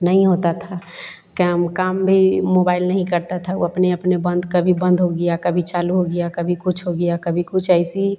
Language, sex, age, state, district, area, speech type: Hindi, female, 45-60, Bihar, Vaishali, urban, spontaneous